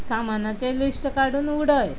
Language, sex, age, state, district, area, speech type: Goan Konkani, female, 45-60, Goa, Ponda, rural, read